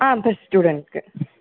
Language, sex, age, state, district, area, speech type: Tamil, male, 18-30, Tamil Nadu, Sivaganga, rural, conversation